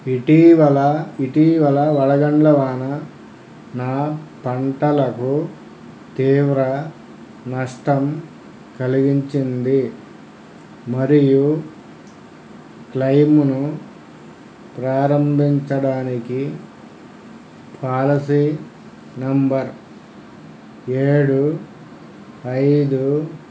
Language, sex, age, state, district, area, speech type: Telugu, male, 60+, Andhra Pradesh, Krishna, urban, read